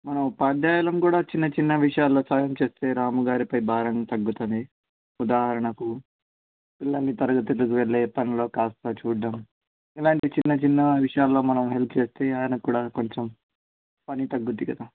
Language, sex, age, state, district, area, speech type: Telugu, male, 18-30, Telangana, Hyderabad, urban, conversation